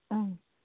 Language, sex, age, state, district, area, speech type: Manipuri, female, 45-60, Manipur, Imphal East, rural, conversation